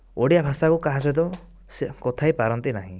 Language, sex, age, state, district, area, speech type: Odia, male, 18-30, Odisha, Kandhamal, rural, spontaneous